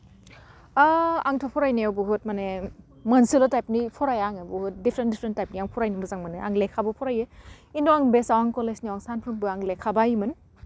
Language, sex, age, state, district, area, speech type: Bodo, female, 18-30, Assam, Udalguri, urban, spontaneous